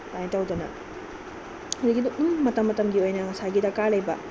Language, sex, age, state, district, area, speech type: Manipuri, female, 18-30, Manipur, Bishnupur, rural, spontaneous